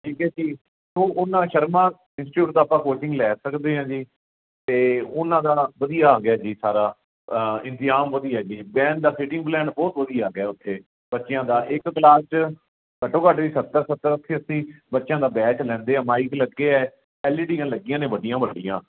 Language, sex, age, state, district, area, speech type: Punjabi, male, 30-45, Punjab, Fazilka, rural, conversation